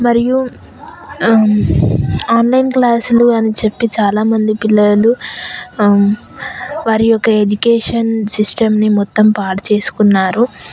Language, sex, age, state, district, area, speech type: Telugu, female, 18-30, Telangana, Jayashankar, rural, spontaneous